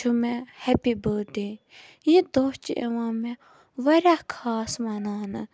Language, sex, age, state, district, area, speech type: Kashmiri, female, 30-45, Jammu and Kashmir, Bandipora, rural, spontaneous